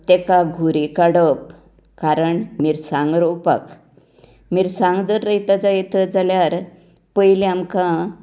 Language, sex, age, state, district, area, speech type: Goan Konkani, female, 60+, Goa, Canacona, rural, spontaneous